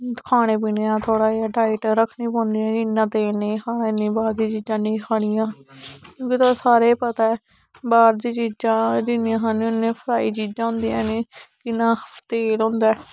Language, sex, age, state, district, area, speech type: Dogri, female, 18-30, Jammu and Kashmir, Samba, urban, spontaneous